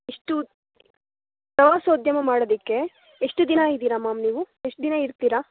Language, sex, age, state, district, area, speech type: Kannada, female, 18-30, Karnataka, Chikkaballapur, urban, conversation